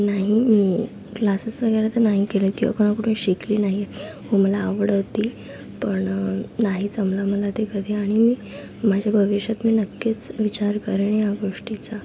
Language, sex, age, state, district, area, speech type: Marathi, female, 18-30, Maharashtra, Thane, urban, spontaneous